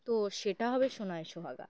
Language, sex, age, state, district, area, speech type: Bengali, female, 18-30, West Bengal, Uttar Dinajpur, urban, spontaneous